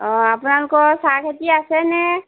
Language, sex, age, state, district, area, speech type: Assamese, female, 45-60, Assam, Golaghat, rural, conversation